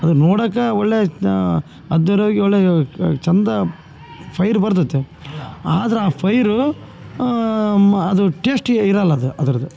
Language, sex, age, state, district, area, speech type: Kannada, male, 45-60, Karnataka, Bellary, rural, spontaneous